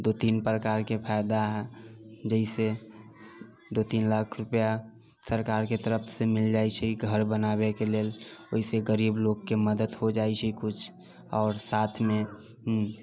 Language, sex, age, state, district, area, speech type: Maithili, male, 45-60, Bihar, Sitamarhi, rural, spontaneous